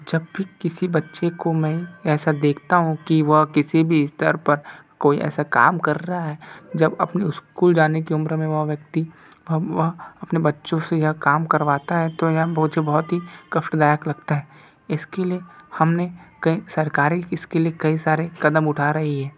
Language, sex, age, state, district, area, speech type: Hindi, male, 60+, Madhya Pradesh, Balaghat, rural, spontaneous